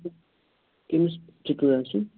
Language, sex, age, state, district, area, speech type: Kashmiri, male, 30-45, Jammu and Kashmir, Budgam, rural, conversation